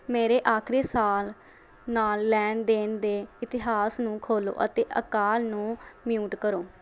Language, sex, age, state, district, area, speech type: Punjabi, female, 18-30, Punjab, Mohali, urban, read